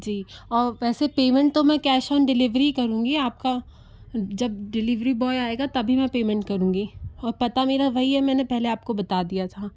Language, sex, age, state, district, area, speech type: Hindi, female, 60+, Madhya Pradesh, Bhopal, urban, spontaneous